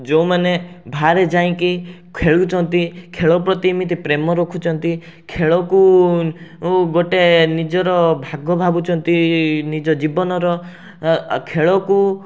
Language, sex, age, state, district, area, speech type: Odia, male, 18-30, Odisha, Rayagada, urban, spontaneous